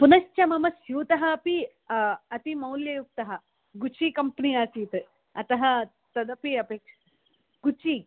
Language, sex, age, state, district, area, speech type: Sanskrit, female, 18-30, Karnataka, Bangalore Rural, rural, conversation